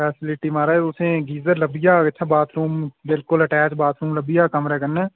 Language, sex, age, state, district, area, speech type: Dogri, male, 18-30, Jammu and Kashmir, Udhampur, rural, conversation